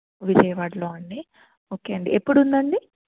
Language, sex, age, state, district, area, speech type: Telugu, female, 30-45, Andhra Pradesh, N T Rama Rao, rural, conversation